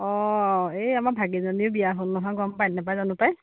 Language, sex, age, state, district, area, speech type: Assamese, female, 30-45, Assam, Jorhat, urban, conversation